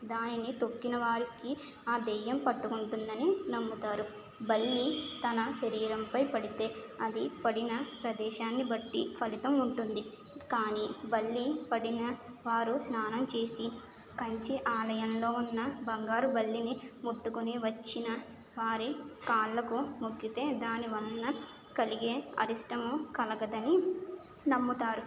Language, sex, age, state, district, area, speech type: Telugu, female, 30-45, Andhra Pradesh, Konaseema, urban, spontaneous